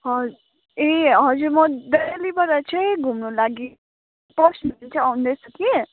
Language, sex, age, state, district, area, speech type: Nepali, female, 18-30, West Bengal, Kalimpong, rural, conversation